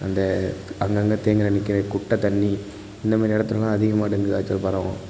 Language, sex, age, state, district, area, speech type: Tamil, male, 18-30, Tamil Nadu, Thanjavur, rural, spontaneous